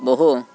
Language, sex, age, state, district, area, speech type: Sanskrit, male, 18-30, Karnataka, Haveri, rural, spontaneous